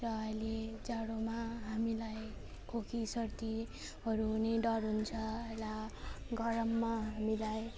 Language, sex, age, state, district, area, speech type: Nepali, female, 30-45, West Bengal, Alipurduar, urban, spontaneous